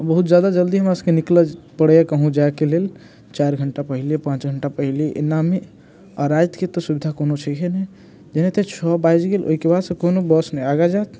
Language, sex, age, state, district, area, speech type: Maithili, male, 18-30, Bihar, Muzaffarpur, rural, spontaneous